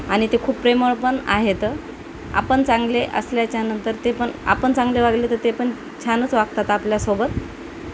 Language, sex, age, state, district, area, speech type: Marathi, female, 30-45, Maharashtra, Nanded, rural, spontaneous